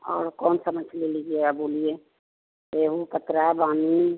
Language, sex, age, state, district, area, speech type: Hindi, female, 45-60, Bihar, Begusarai, rural, conversation